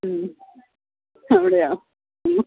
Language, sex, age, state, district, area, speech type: Malayalam, female, 45-60, Kerala, Pathanamthitta, rural, conversation